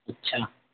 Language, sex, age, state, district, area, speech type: Hindi, male, 30-45, Madhya Pradesh, Harda, urban, conversation